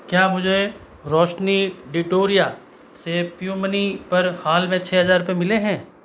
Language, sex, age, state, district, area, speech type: Hindi, male, 30-45, Rajasthan, Jodhpur, urban, read